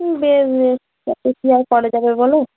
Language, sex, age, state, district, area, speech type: Bengali, female, 18-30, West Bengal, Cooch Behar, rural, conversation